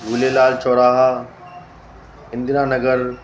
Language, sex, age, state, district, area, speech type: Sindhi, male, 30-45, Uttar Pradesh, Lucknow, urban, spontaneous